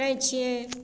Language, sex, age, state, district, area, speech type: Maithili, female, 45-60, Bihar, Darbhanga, rural, spontaneous